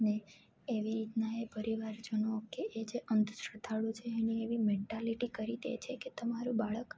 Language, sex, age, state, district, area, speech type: Gujarati, female, 18-30, Gujarat, Junagadh, rural, spontaneous